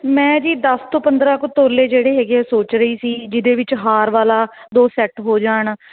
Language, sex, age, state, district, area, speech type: Punjabi, female, 30-45, Punjab, Patiala, urban, conversation